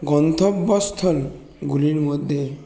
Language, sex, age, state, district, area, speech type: Bengali, male, 30-45, West Bengal, Bankura, urban, spontaneous